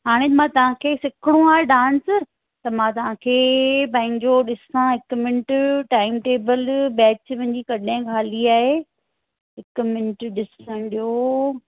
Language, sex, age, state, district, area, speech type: Sindhi, female, 45-60, Rajasthan, Ajmer, urban, conversation